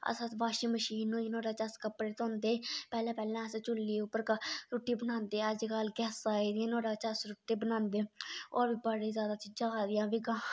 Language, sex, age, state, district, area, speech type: Dogri, female, 30-45, Jammu and Kashmir, Udhampur, urban, spontaneous